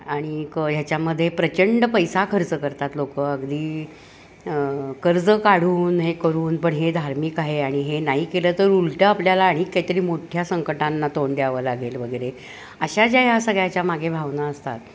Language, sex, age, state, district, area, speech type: Marathi, female, 60+, Maharashtra, Kolhapur, urban, spontaneous